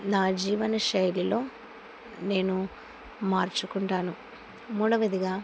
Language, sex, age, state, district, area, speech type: Telugu, female, 45-60, Andhra Pradesh, Kurnool, rural, spontaneous